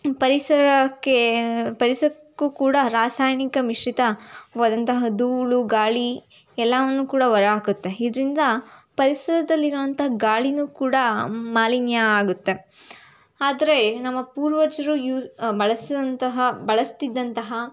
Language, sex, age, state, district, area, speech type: Kannada, female, 18-30, Karnataka, Tumkur, rural, spontaneous